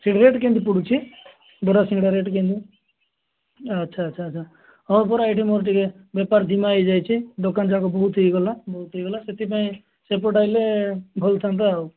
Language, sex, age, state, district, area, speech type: Odia, male, 30-45, Odisha, Nabarangpur, urban, conversation